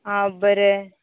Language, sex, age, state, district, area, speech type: Goan Konkani, female, 18-30, Goa, Murmgao, rural, conversation